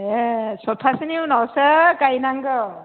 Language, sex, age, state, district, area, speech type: Bodo, female, 45-60, Assam, Chirang, rural, conversation